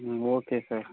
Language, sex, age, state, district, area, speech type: Tamil, male, 18-30, Tamil Nadu, Vellore, rural, conversation